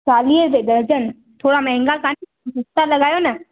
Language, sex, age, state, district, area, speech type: Sindhi, female, 18-30, Madhya Pradesh, Katni, urban, conversation